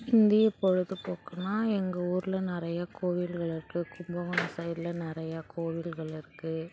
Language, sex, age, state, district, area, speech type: Tamil, female, 18-30, Tamil Nadu, Thanjavur, rural, spontaneous